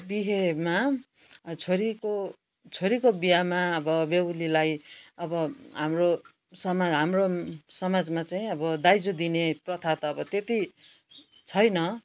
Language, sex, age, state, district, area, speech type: Nepali, female, 60+, West Bengal, Kalimpong, rural, spontaneous